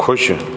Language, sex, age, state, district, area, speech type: Sindhi, male, 45-60, Delhi, South Delhi, urban, read